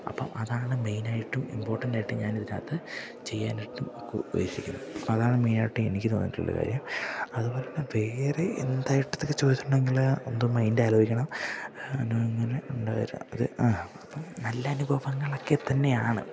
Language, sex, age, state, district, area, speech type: Malayalam, male, 18-30, Kerala, Idukki, rural, spontaneous